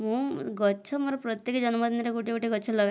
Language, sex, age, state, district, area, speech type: Odia, female, 60+, Odisha, Boudh, rural, spontaneous